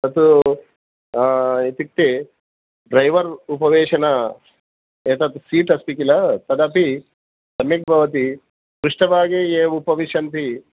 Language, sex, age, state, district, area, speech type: Sanskrit, male, 30-45, Telangana, Hyderabad, urban, conversation